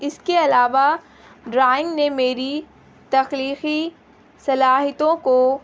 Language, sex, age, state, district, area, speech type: Urdu, female, 18-30, Bihar, Gaya, rural, spontaneous